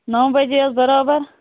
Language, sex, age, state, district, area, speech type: Kashmiri, female, 30-45, Jammu and Kashmir, Baramulla, rural, conversation